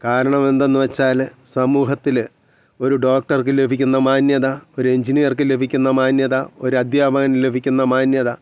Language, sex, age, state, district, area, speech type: Malayalam, male, 45-60, Kerala, Thiruvananthapuram, rural, spontaneous